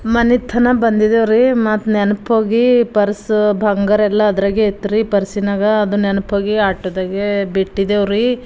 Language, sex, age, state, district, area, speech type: Kannada, female, 45-60, Karnataka, Bidar, rural, spontaneous